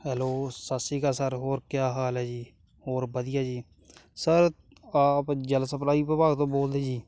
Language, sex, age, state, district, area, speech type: Punjabi, male, 18-30, Punjab, Kapurthala, rural, spontaneous